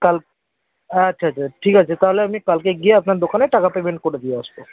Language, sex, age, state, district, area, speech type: Bengali, male, 30-45, West Bengal, South 24 Parganas, rural, conversation